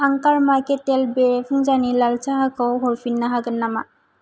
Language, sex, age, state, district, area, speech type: Bodo, female, 18-30, Assam, Kokrajhar, rural, read